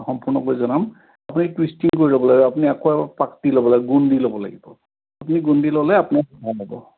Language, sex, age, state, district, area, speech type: Assamese, male, 60+, Assam, Charaideo, urban, conversation